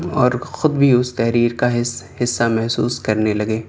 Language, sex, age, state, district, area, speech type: Urdu, male, 30-45, Delhi, South Delhi, urban, spontaneous